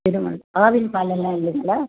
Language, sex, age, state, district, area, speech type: Tamil, female, 60+, Tamil Nadu, Vellore, rural, conversation